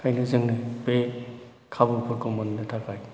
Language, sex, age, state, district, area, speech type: Bodo, male, 45-60, Assam, Chirang, urban, spontaneous